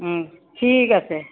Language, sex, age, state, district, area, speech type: Bengali, female, 30-45, West Bengal, Alipurduar, rural, conversation